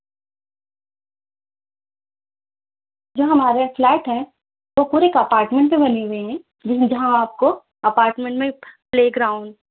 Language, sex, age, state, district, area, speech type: Urdu, female, 18-30, Delhi, Central Delhi, urban, conversation